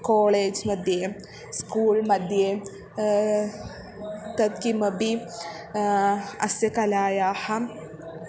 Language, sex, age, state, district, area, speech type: Sanskrit, female, 18-30, Kerala, Thrissur, urban, spontaneous